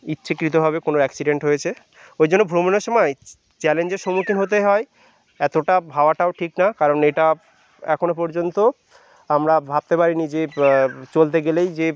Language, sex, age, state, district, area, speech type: Bengali, male, 30-45, West Bengal, Birbhum, urban, spontaneous